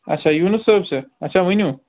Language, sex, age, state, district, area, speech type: Kashmiri, male, 45-60, Jammu and Kashmir, Budgam, urban, conversation